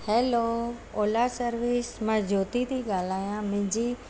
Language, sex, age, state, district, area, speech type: Sindhi, female, 45-60, Gujarat, Surat, urban, spontaneous